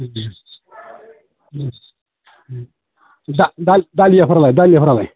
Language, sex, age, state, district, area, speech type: Bodo, male, 45-60, Assam, Udalguri, urban, conversation